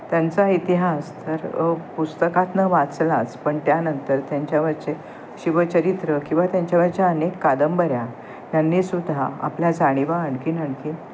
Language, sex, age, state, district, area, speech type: Marathi, female, 60+, Maharashtra, Thane, urban, spontaneous